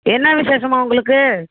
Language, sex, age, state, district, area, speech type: Tamil, female, 30-45, Tamil Nadu, Kallakurichi, rural, conversation